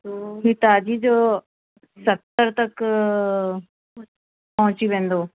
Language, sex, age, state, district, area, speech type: Sindhi, female, 45-60, Delhi, South Delhi, urban, conversation